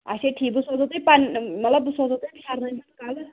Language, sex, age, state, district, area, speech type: Kashmiri, female, 30-45, Jammu and Kashmir, Pulwama, urban, conversation